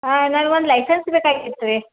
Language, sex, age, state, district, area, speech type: Kannada, female, 60+, Karnataka, Belgaum, rural, conversation